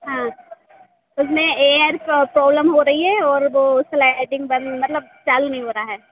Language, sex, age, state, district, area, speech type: Hindi, female, 18-30, Madhya Pradesh, Hoshangabad, rural, conversation